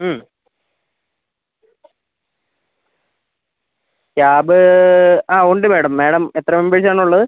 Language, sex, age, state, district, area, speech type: Malayalam, female, 60+, Kerala, Kozhikode, urban, conversation